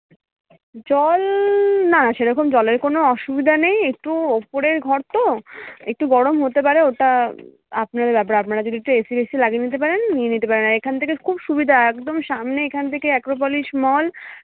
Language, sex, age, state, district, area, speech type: Bengali, female, 30-45, West Bengal, Kolkata, urban, conversation